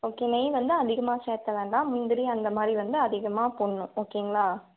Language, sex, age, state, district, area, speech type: Tamil, female, 18-30, Tamil Nadu, Tiruppur, urban, conversation